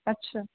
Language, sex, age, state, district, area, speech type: Sindhi, female, 30-45, Rajasthan, Ajmer, urban, conversation